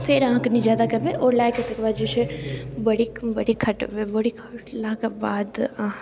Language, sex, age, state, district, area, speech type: Maithili, female, 18-30, Bihar, Darbhanga, rural, spontaneous